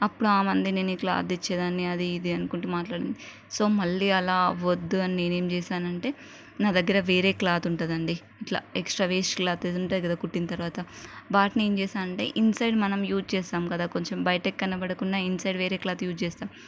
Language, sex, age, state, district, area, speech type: Telugu, female, 30-45, Telangana, Mancherial, rural, spontaneous